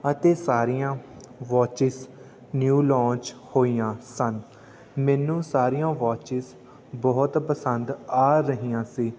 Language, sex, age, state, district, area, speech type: Punjabi, male, 18-30, Punjab, Fatehgarh Sahib, rural, spontaneous